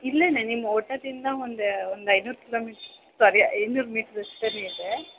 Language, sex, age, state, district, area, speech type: Kannada, female, 18-30, Karnataka, Chamarajanagar, rural, conversation